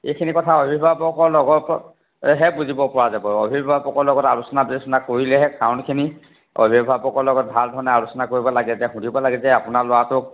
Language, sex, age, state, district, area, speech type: Assamese, male, 60+, Assam, Charaideo, urban, conversation